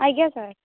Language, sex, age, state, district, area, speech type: Odia, female, 18-30, Odisha, Rayagada, rural, conversation